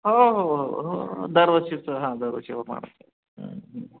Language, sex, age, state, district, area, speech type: Marathi, male, 60+, Maharashtra, Pune, urban, conversation